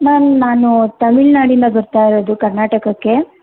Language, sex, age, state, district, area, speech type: Kannada, female, 18-30, Karnataka, Tumkur, rural, conversation